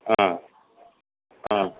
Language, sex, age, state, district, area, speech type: Tamil, male, 60+, Tamil Nadu, Perambalur, rural, conversation